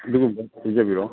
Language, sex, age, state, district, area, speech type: Manipuri, male, 60+, Manipur, Imphal East, rural, conversation